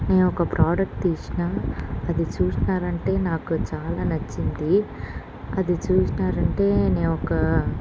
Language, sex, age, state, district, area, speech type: Telugu, female, 30-45, Andhra Pradesh, Annamaya, urban, spontaneous